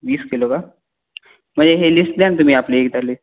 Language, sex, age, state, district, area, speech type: Marathi, female, 18-30, Maharashtra, Gondia, rural, conversation